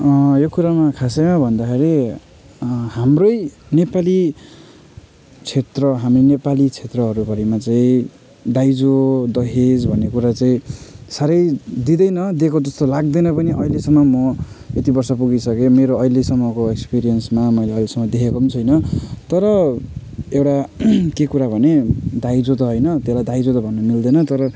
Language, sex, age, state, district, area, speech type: Nepali, male, 30-45, West Bengal, Jalpaiguri, urban, spontaneous